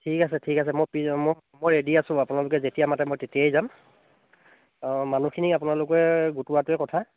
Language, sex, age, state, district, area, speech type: Assamese, male, 30-45, Assam, Charaideo, urban, conversation